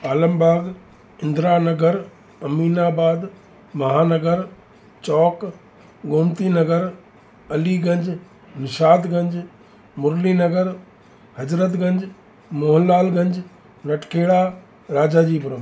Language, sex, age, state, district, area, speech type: Sindhi, male, 60+, Uttar Pradesh, Lucknow, urban, spontaneous